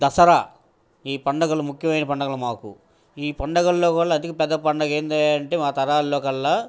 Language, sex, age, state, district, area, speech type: Telugu, male, 60+, Andhra Pradesh, Guntur, urban, spontaneous